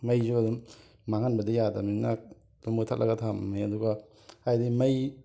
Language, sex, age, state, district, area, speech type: Manipuri, male, 18-30, Manipur, Imphal West, urban, spontaneous